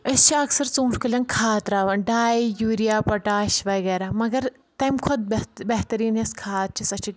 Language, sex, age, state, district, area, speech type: Kashmiri, female, 30-45, Jammu and Kashmir, Anantnag, rural, spontaneous